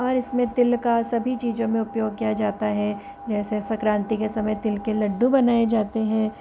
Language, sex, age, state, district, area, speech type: Hindi, female, 60+, Rajasthan, Jaipur, urban, spontaneous